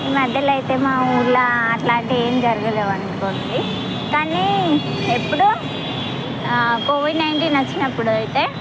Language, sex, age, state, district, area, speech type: Telugu, female, 18-30, Telangana, Mahbubnagar, rural, spontaneous